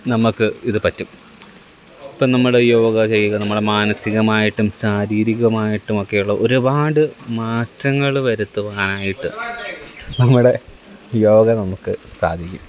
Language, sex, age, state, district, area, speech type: Malayalam, male, 18-30, Kerala, Kollam, rural, spontaneous